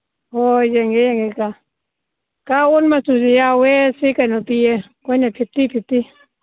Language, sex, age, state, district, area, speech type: Manipuri, female, 45-60, Manipur, Kangpokpi, urban, conversation